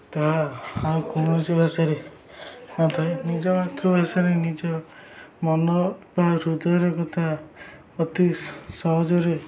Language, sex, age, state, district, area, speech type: Odia, male, 18-30, Odisha, Jagatsinghpur, rural, spontaneous